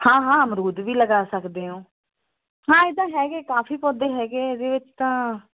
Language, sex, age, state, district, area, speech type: Punjabi, female, 30-45, Punjab, Muktsar, urban, conversation